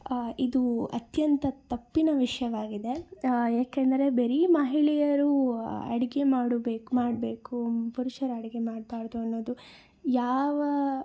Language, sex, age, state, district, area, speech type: Kannada, female, 18-30, Karnataka, Chikkaballapur, urban, spontaneous